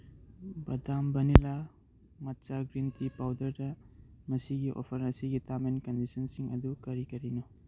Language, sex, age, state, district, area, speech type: Manipuri, male, 18-30, Manipur, Churachandpur, rural, read